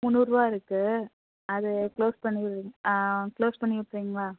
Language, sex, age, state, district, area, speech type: Tamil, female, 18-30, Tamil Nadu, Madurai, urban, conversation